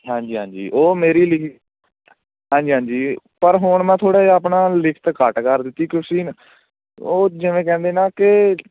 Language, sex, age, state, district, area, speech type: Punjabi, male, 18-30, Punjab, Firozpur, rural, conversation